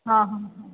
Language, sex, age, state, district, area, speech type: Marathi, female, 30-45, Maharashtra, Ahmednagar, urban, conversation